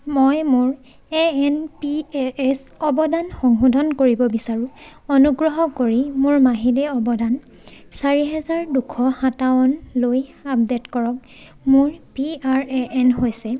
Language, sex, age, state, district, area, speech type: Assamese, female, 18-30, Assam, Charaideo, rural, read